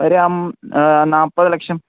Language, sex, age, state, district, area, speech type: Malayalam, male, 18-30, Kerala, Thiruvananthapuram, rural, conversation